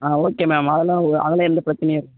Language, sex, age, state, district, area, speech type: Tamil, male, 18-30, Tamil Nadu, Cuddalore, rural, conversation